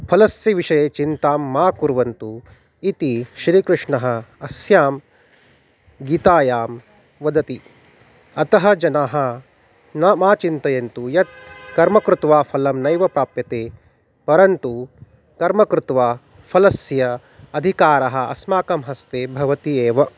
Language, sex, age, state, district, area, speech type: Sanskrit, male, 30-45, Maharashtra, Nagpur, urban, spontaneous